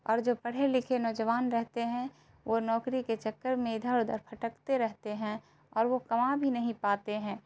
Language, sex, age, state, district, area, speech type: Urdu, female, 18-30, Bihar, Darbhanga, rural, spontaneous